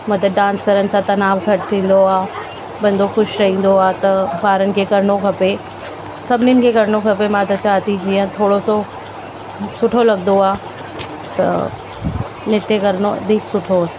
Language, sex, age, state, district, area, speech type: Sindhi, female, 30-45, Delhi, South Delhi, urban, spontaneous